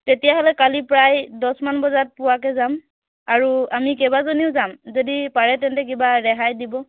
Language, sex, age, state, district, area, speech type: Assamese, female, 18-30, Assam, Dibrugarh, rural, conversation